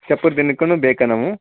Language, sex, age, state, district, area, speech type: Kannada, male, 30-45, Karnataka, Chamarajanagar, rural, conversation